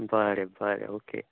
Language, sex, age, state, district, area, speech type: Goan Konkani, male, 18-30, Goa, Ponda, urban, conversation